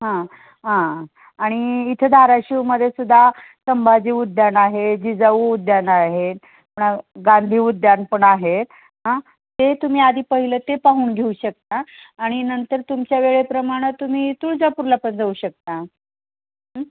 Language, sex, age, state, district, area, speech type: Marathi, female, 45-60, Maharashtra, Osmanabad, rural, conversation